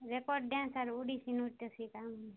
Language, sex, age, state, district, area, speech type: Odia, female, 30-45, Odisha, Kalahandi, rural, conversation